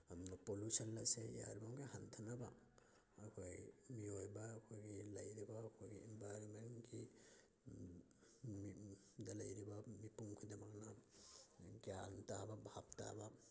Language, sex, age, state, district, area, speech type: Manipuri, male, 30-45, Manipur, Thoubal, rural, spontaneous